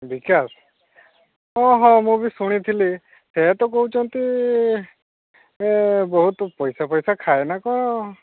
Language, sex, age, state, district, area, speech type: Odia, male, 18-30, Odisha, Mayurbhanj, rural, conversation